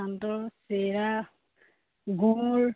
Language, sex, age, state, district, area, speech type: Assamese, female, 30-45, Assam, Sivasagar, rural, conversation